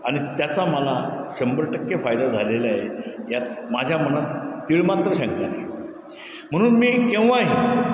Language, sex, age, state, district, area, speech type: Marathi, male, 60+, Maharashtra, Ahmednagar, urban, spontaneous